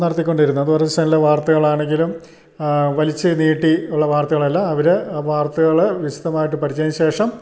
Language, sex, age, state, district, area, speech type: Malayalam, male, 60+, Kerala, Idukki, rural, spontaneous